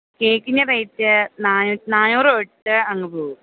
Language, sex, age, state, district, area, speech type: Malayalam, female, 18-30, Kerala, Idukki, rural, conversation